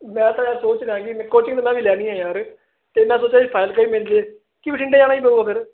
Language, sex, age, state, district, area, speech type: Punjabi, male, 18-30, Punjab, Fazilka, urban, conversation